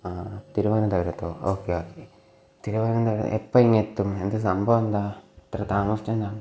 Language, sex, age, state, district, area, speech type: Malayalam, male, 18-30, Kerala, Kollam, rural, spontaneous